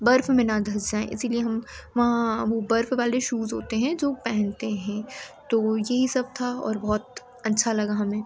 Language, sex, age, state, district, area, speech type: Hindi, female, 18-30, Madhya Pradesh, Ujjain, urban, spontaneous